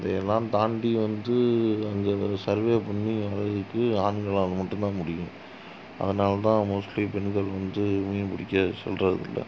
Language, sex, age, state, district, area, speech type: Tamil, male, 45-60, Tamil Nadu, Dharmapuri, rural, spontaneous